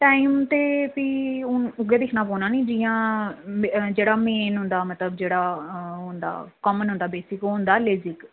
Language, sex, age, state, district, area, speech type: Dogri, female, 30-45, Jammu and Kashmir, Udhampur, urban, conversation